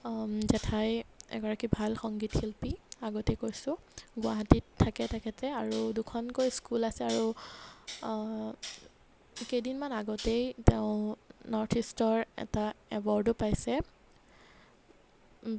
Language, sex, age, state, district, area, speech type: Assamese, female, 18-30, Assam, Nagaon, rural, spontaneous